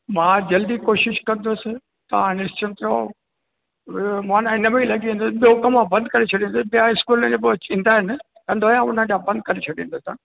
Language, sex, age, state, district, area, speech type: Sindhi, male, 60+, Rajasthan, Ajmer, urban, conversation